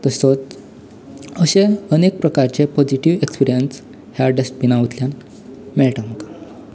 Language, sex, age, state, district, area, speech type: Goan Konkani, male, 18-30, Goa, Canacona, rural, spontaneous